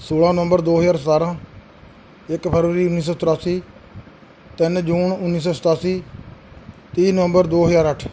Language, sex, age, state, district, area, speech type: Punjabi, male, 60+, Punjab, Bathinda, urban, spontaneous